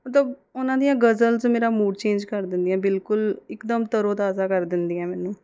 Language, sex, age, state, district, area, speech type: Punjabi, female, 30-45, Punjab, Mohali, urban, spontaneous